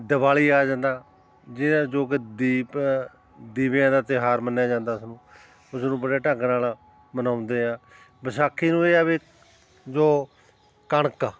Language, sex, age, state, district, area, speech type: Punjabi, male, 45-60, Punjab, Fatehgarh Sahib, rural, spontaneous